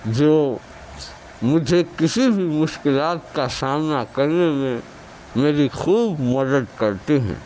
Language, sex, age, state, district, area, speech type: Urdu, male, 30-45, Delhi, Central Delhi, urban, spontaneous